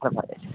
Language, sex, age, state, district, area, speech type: Maithili, male, 18-30, Bihar, Madhubani, rural, conversation